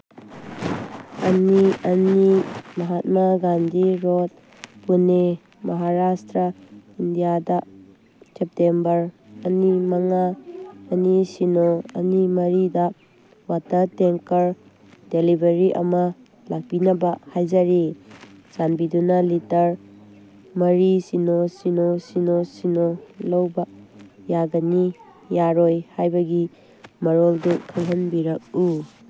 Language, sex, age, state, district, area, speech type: Manipuri, female, 30-45, Manipur, Kangpokpi, urban, read